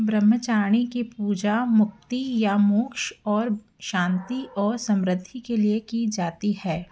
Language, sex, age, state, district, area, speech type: Hindi, female, 30-45, Madhya Pradesh, Jabalpur, urban, read